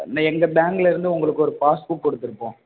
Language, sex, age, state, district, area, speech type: Tamil, male, 18-30, Tamil Nadu, Tiruvarur, rural, conversation